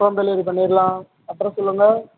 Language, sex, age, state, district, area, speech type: Tamil, male, 30-45, Tamil Nadu, Ariyalur, rural, conversation